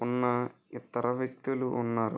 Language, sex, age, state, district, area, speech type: Telugu, male, 60+, Andhra Pradesh, West Godavari, rural, spontaneous